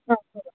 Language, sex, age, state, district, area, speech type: Assamese, female, 18-30, Assam, Nagaon, rural, conversation